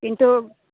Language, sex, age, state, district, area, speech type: Sanskrit, female, 30-45, Karnataka, Uttara Kannada, urban, conversation